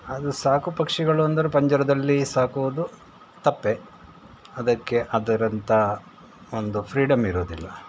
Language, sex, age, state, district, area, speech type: Kannada, male, 45-60, Karnataka, Shimoga, rural, spontaneous